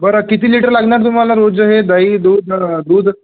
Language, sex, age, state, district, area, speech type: Marathi, male, 18-30, Maharashtra, Nagpur, urban, conversation